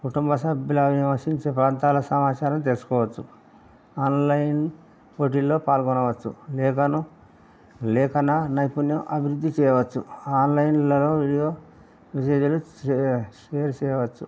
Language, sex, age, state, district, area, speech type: Telugu, male, 60+, Telangana, Hanamkonda, rural, spontaneous